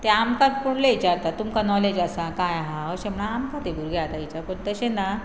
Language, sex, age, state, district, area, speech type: Goan Konkani, female, 30-45, Goa, Pernem, rural, spontaneous